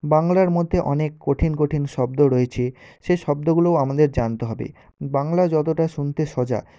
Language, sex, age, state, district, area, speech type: Bengali, male, 18-30, West Bengal, North 24 Parganas, rural, spontaneous